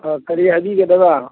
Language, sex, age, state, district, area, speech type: Manipuri, male, 45-60, Manipur, Churachandpur, urban, conversation